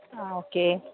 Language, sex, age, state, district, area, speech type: Malayalam, female, 45-60, Kerala, Pathanamthitta, rural, conversation